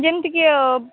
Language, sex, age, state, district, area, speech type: Odia, female, 18-30, Odisha, Sambalpur, rural, conversation